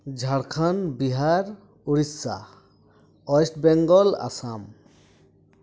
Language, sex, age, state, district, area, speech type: Santali, male, 30-45, West Bengal, Dakshin Dinajpur, rural, spontaneous